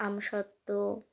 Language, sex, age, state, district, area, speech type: Bengali, female, 18-30, West Bengal, Malda, rural, spontaneous